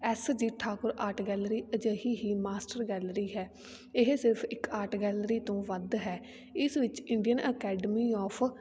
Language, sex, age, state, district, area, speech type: Punjabi, female, 18-30, Punjab, Fatehgarh Sahib, rural, spontaneous